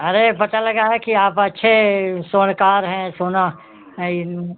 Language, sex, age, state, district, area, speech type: Hindi, male, 60+, Uttar Pradesh, Ghazipur, rural, conversation